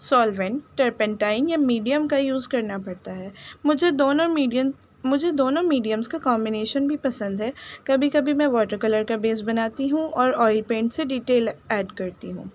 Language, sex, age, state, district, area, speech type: Urdu, female, 18-30, Delhi, North East Delhi, urban, spontaneous